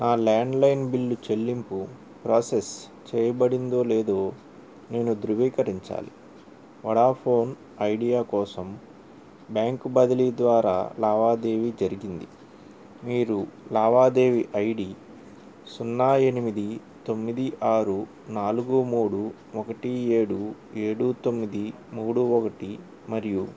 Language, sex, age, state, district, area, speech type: Telugu, male, 45-60, Andhra Pradesh, N T Rama Rao, urban, read